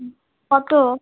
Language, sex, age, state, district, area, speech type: Bengali, female, 45-60, West Bengal, Alipurduar, rural, conversation